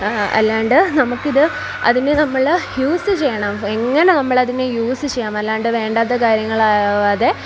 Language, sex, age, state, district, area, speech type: Malayalam, female, 18-30, Kerala, Kollam, rural, spontaneous